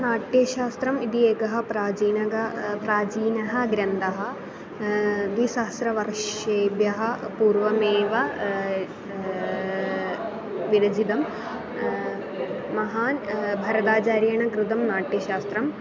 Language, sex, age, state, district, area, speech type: Sanskrit, female, 18-30, Kerala, Kollam, rural, spontaneous